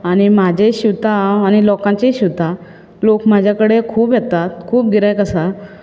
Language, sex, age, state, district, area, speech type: Goan Konkani, female, 30-45, Goa, Bardez, urban, spontaneous